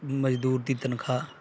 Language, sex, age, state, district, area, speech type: Punjabi, male, 30-45, Punjab, Bathinda, rural, spontaneous